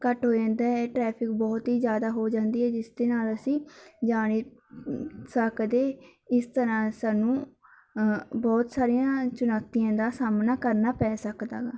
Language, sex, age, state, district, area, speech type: Punjabi, female, 18-30, Punjab, Mansa, rural, spontaneous